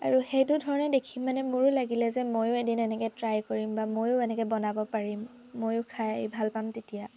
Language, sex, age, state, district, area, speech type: Assamese, female, 18-30, Assam, Sivasagar, rural, spontaneous